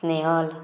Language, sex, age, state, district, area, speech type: Goan Konkani, female, 45-60, Goa, Murmgao, rural, spontaneous